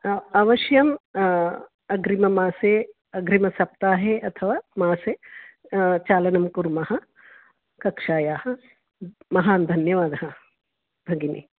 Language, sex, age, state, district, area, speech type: Sanskrit, female, 60+, Karnataka, Bangalore Urban, urban, conversation